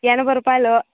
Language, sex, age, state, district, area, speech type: Telugu, female, 18-30, Andhra Pradesh, Sri Balaji, rural, conversation